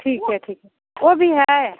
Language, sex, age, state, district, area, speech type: Hindi, female, 30-45, Uttar Pradesh, Bhadohi, urban, conversation